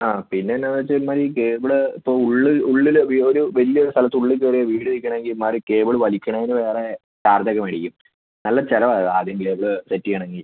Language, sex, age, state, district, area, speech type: Malayalam, male, 18-30, Kerala, Idukki, urban, conversation